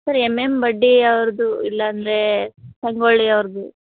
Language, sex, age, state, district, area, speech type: Kannada, female, 18-30, Karnataka, Koppal, rural, conversation